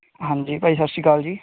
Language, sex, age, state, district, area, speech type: Punjabi, male, 30-45, Punjab, Kapurthala, rural, conversation